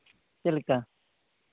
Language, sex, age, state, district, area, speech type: Santali, male, 18-30, Jharkhand, Pakur, rural, conversation